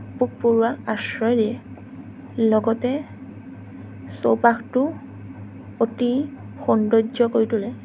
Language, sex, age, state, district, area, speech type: Assamese, female, 18-30, Assam, Sonitpur, rural, spontaneous